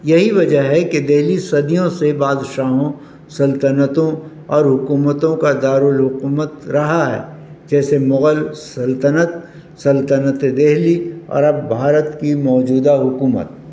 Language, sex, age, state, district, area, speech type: Urdu, male, 60+, Delhi, North East Delhi, urban, spontaneous